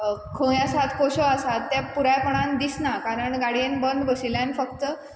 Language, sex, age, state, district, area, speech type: Goan Konkani, female, 18-30, Goa, Quepem, rural, spontaneous